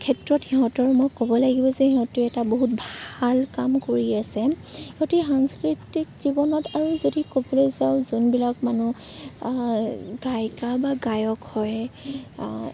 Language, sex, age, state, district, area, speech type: Assamese, female, 18-30, Assam, Morigaon, rural, spontaneous